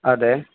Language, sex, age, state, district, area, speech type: Malayalam, male, 18-30, Kerala, Kottayam, rural, conversation